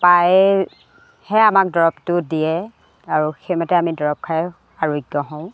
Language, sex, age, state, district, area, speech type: Assamese, female, 45-60, Assam, Jorhat, urban, spontaneous